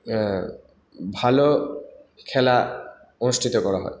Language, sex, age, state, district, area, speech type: Bengali, male, 30-45, West Bengal, Paschim Bardhaman, rural, spontaneous